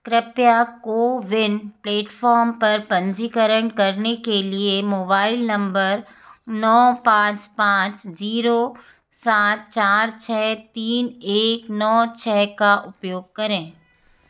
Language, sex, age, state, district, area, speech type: Hindi, female, 45-60, Madhya Pradesh, Jabalpur, urban, read